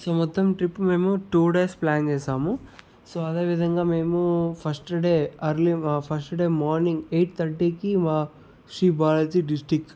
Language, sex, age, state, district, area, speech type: Telugu, male, 30-45, Andhra Pradesh, Sri Balaji, rural, spontaneous